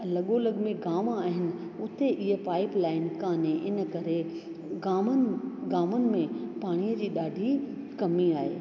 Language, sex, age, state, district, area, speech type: Sindhi, female, 45-60, Rajasthan, Ajmer, urban, spontaneous